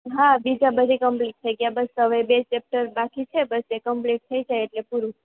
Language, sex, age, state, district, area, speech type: Gujarati, female, 18-30, Gujarat, Junagadh, rural, conversation